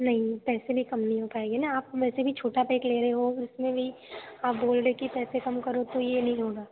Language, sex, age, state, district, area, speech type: Hindi, female, 18-30, Madhya Pradesh, Betul, rural, conversation